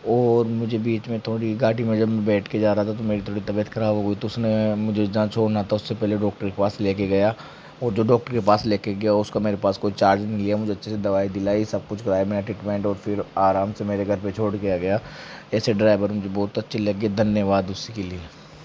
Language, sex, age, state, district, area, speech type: Hindi, male, 18-30, Rajasthan, Jaipur, urban, spontaneous